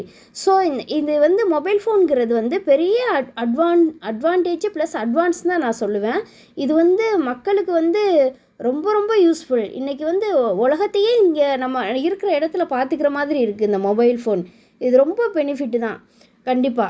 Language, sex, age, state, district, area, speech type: Tamil, female, 30-45, Tamil Nadu, Sivaganga, rural, spontaneous